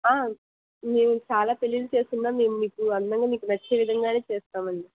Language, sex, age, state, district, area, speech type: Telugu, female, 60+, Andhra Pradesh, Krishna, urban, conversation